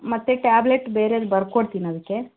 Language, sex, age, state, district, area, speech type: Kannada, female, 30-45, Karnataka, Tumkur, rural, conversation